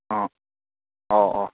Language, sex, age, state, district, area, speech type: Manipuri, male, 18-30, Manipur, Senapati, rural, conversation